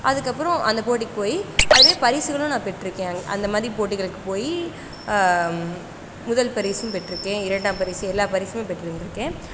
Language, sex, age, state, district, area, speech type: Tamil, female, 18-30, Tamil Nadu, Sivaganga, rural, spontaneous